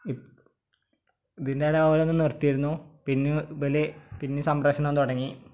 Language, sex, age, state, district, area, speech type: Malayalam, male, 18-30, Kerala, Malappuram, rural, spontaneous